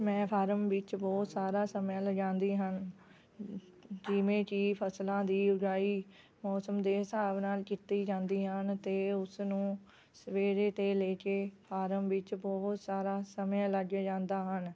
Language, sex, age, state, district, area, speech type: Punjabi, female, 30-45, Punjab, Rupnagar, rural, spontaneous